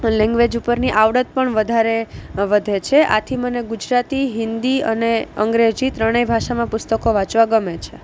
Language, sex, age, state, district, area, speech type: Gujarati, female, 18-30, Gujarat, Junagadh, urban, spontaneous